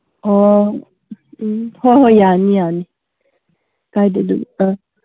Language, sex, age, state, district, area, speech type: Manipuri, female, 18-30, Manipur, Kangpokpi, urban, conversation